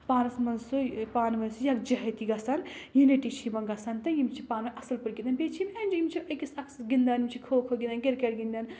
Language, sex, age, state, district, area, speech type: Kashmiri, female, 18-30, Jammu and Kashmir, Anantnag, rural, spontaneous